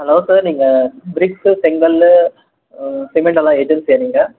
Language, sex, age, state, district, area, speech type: Tamil, male, 18-30, Tamil Nadu, Krishnagiri, rural, conversation